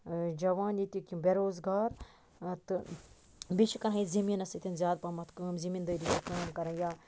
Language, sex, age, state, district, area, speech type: Kashmiri, female, 45-60, Jammu and Kashmir, Baramulla, rural, spontaneous